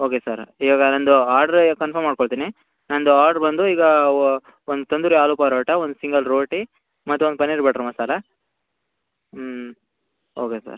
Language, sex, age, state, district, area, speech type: Kannada, male, 18-30, Karnataka, Uttara Kannada, rural, conversation